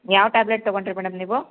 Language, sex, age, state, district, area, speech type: Kannada, female, 30-45, Karnataka, Hassan, rural, conversation